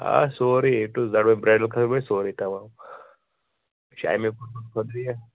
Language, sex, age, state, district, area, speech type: Kashmiri, male, 30-45, Jammu and Kashmir, Pulwama, urban, conversation